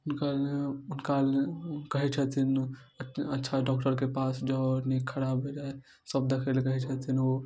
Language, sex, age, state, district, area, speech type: Maithili, male, 18-30, Bihar, Darbhanga, rural, spontaneous